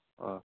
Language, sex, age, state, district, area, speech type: Assamese, male, 45-60, Assam, Dhemaji, rural, conversation